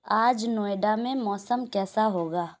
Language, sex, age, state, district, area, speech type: Urdu, female, 18-30, Uttar Pradesh, Lucknow, urban, read